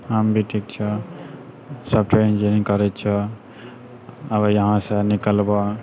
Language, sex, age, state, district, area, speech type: Maithili, male, 18-30, Bihar, Purnia, rural, spontaneous